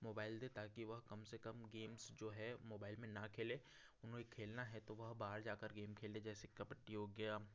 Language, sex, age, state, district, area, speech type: Hindi, male, 30-45, Madhya Pradesh, Betul, rural, spontaneous